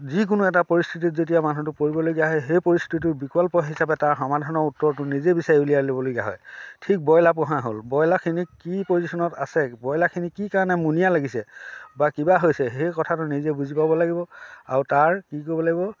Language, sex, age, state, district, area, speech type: Assamese, male, 60+, Assam, Dhemaji, rural, spontaneous